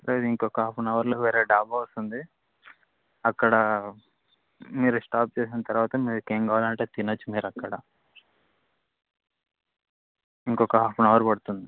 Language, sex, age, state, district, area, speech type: Telugu, male, 18-30, Andhra Pradesh, Anantapur, urban, conversation